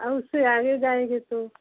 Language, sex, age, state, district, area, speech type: Hindi, female, 60+, Uttar Pradesh, Mau, rural, conversation